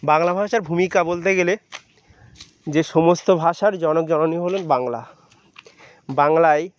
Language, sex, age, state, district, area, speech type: Bengali, male, 30-45, West Bengal, Birbhum, urban, spontaneous